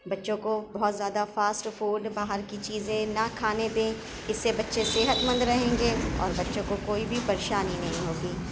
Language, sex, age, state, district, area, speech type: Urdu, female, 30-45, Uttar Pradesh, Shahjahanpur, urban, spontaneous